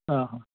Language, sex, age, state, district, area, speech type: Kannada, male, 45-60, Karnataka, Udupi, rural, conversation